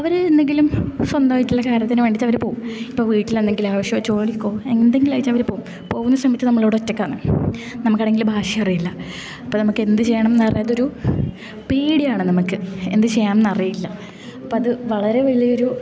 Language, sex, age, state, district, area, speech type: Malayalam, female, 18-30, Kerala, Kasaragod, rural, spontaneous